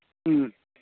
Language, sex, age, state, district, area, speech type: Manipuri, male, 45-60, Manipur, Kangpokpi, urban, conversation